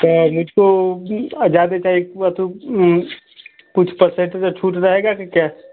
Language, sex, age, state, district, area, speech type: Hindi, male, 45-60, Uttar Pradesh, Chandauli, rural, conversation